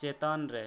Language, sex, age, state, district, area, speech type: Santali, male, 18-30, West Bengal, Birbhum, rural, read